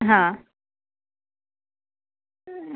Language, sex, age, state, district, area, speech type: Gujarati, female, 30-45, Gujarat, Anand, urban, conversation